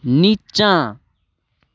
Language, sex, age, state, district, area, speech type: Maithili, male, 18-30, Bihar, Darbhanga, rural, read